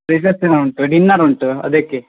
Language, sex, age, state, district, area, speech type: Kannada, male, 18-30, Karnataka, Chitradurga, rural, conversation